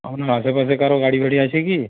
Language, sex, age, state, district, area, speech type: Bengali, male, 18-30, West Bengal, Paschim Medinipur, rural, conversation